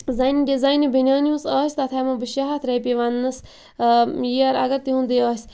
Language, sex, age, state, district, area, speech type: Kashmiri, female, 30-45, Jammu and Kashmir, Bandipora, rural, spontaneous